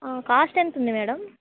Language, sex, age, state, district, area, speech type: Telugu, female, 18-30, Telangana, Khammam, urban, conversation